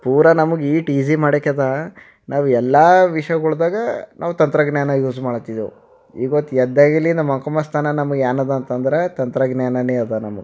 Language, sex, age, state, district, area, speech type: Kannada, male, 30-45, Karnataka, Bidar, urban, spontaneous